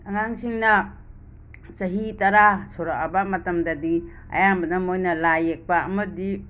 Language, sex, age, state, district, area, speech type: Manipuri, female, 60+, Manipur, Imphal West, rural, spontaneous